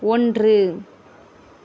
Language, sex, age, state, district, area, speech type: Tamil, female, 30-45, Tamil Nadu, Tiruvarur, rural, read